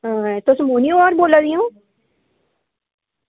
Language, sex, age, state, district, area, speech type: Dogri, female, 18-30, Jammu and Kashmir, Samba, rural, conversation